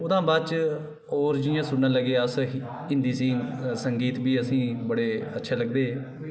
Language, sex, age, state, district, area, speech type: Dogri, male, 30-45, Jammu and Kashmir, Udhampur, rural, spontaneous